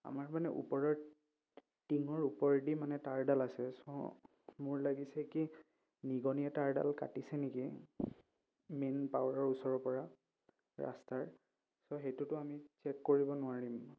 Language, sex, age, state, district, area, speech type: Assamese, male, 18-30, Assam, Udalguri, rural, spontaneous